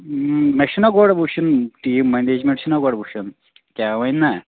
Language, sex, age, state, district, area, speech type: Kashmiri, male, 30-45, Jammu and Kashmir, Bandipora, rural, conversation